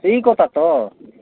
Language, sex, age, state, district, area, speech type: Odia, male, 45-60, Odisha, Nabarangpur, rural, conversation